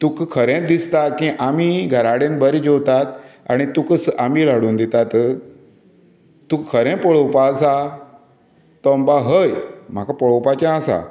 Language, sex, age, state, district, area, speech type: Goan Konkani, male, 60+, Goa, Canacona, rural, spontaneous